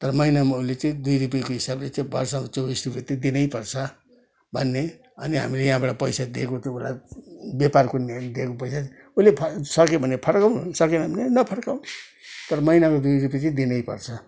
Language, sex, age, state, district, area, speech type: Nepali, male, 60+, West Bengal, Kalimpong, rural, spontaneous